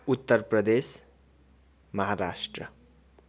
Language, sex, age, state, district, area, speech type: Nepali, male, 45-60, West Bengal, Darjeeling, rural, spontaneous